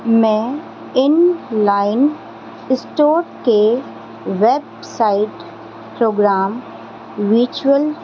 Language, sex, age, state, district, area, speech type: Urdu, female, 30-45, Delhi, Central Delhi, urban, spontaneous